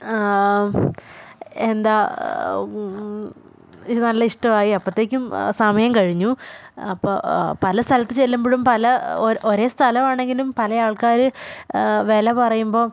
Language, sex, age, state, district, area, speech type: Malayalam, female, 18-30, Kerala, Wayanad, rural, spontaneous